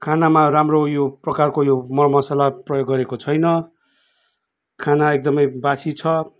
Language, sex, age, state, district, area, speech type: Nepali, male, 45-60, West Bengal, Kalimpong, rural, spontaneous